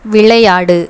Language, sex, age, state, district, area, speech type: Tamil, female, 30-45, Tamil Nadu, Thoothukudi, rural, read